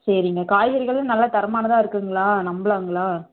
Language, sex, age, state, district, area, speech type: Tamil, female, 18-30, Tamil Nadu, Namakkal, rural, conversation